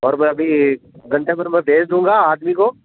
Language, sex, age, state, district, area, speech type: Hindi, male, 30-45, Rajasthan, Nagaur, rural, conversation